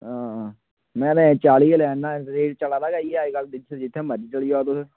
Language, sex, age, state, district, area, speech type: Dogri, male, 18-30, Jammu and Kashmir, Samba, rural, conversation